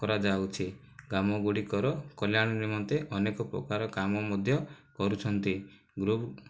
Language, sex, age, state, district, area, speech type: Odia, male, 18-30, Odisha, Kandhamal, rural, spontaneous